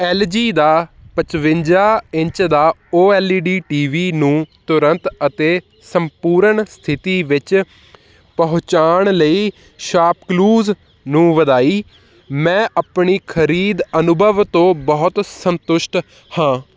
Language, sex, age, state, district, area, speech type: Punjabi, male, 18-30, Punjab, Hoshiarpur, urban, read